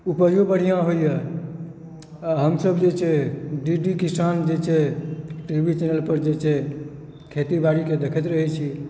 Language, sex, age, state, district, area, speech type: Maithili, male, 30-45, Bihar, Supaul, rural, spontaneous